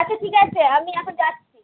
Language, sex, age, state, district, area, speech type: Bengali, female, 18-30, West Bengal, Howrah, urban, conversation